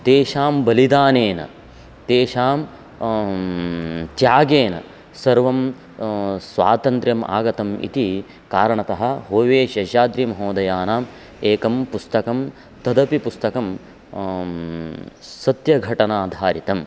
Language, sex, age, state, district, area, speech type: Sanskrit, male, 45-60, Karnataka, Uttara Kannada, rural, spontaneous